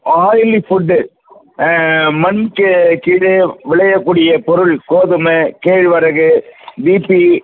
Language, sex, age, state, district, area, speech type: Tamil, male, 60+, Tamil Nadu, Viluppuram, rural, conversation